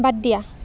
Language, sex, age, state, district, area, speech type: Assamese, female, 30-45, Assam, Nagaon, rural, read